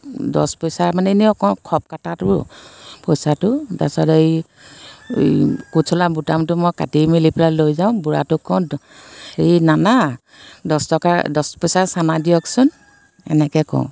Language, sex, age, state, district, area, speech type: Assamese, female, 45-60, Assam, Biswanath, rural, spontaneous